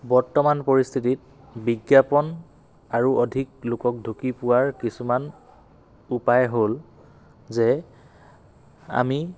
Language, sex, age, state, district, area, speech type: Assamese, male, 30-45, Assam, Dhemaji, rural, spontaneous